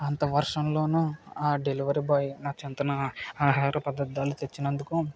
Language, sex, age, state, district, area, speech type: Telugu, male, 18-30, Andhra Pradesh, Eluru, rural, spontaneous